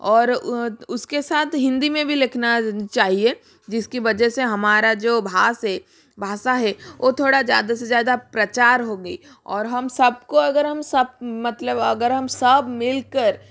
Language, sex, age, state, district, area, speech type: Hindi, female, 60+, Rajasthan, Jodhpur, rural, spontaneous